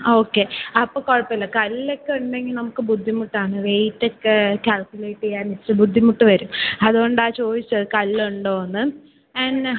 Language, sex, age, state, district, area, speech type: Malayalam, female, 18-30, Kerala, Thiruvananthapuram, urban, conversation